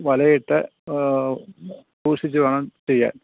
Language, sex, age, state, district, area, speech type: Malayalam, male, 45-60, Kerala, Kottayam, rural, conversation